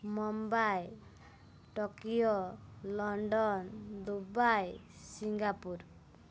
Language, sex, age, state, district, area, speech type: Odia, female, 18-30, Odisha, Mayurbhanj, rural, spontaneous